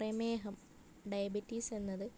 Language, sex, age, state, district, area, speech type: Malayalam, female, 30-45, Kerala, Kasaragod, rural, spontaneous